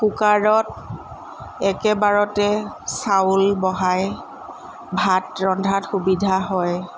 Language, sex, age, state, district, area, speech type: Assamese, female, 30-45, Assam, Lakhimpur, rural, spontaneous